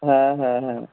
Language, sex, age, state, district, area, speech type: Bengali, male, 18-30, West Bengal, Uttar Dinajpur, urban, conversation